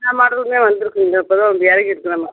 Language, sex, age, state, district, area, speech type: Tamil, female, 45-60, Tamil Nadu, Cuddalore, rural, conversation